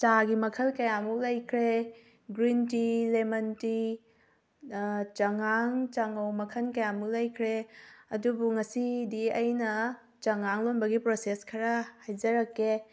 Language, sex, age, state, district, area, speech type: Manipuri, female, 18-30, Manipur, Thoubal, rural, spontaneous